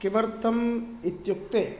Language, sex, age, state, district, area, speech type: Sanskrit, male, 18-30, Karnataka, Dakshina Kannada, rural, spontaneous